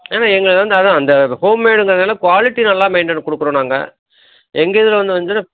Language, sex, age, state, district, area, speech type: Tamil, male, 60+, Tamil Nadu, Dharmapuri, rural, conversation